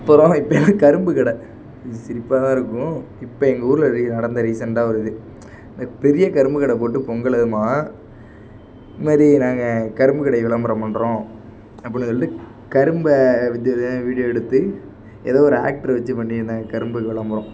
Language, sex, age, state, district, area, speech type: Tamil, male, 18-30, Tamil Nadu, Perambalur, rural, spontaneous